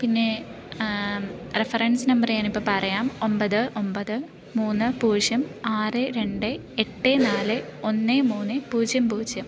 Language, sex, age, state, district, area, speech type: Malayalam, female, 18-30, Kerala, Idukki, rural, spontaneous